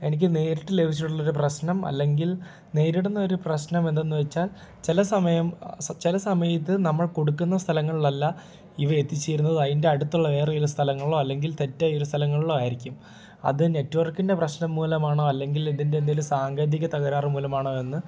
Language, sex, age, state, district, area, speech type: Malayalam, male, 18-30, Kerala, Idukki, rural, spontaneous